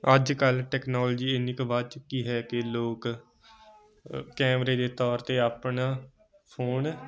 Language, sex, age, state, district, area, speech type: Punjabi, male, 18-30, Punjab, Moga, rural, spontaneous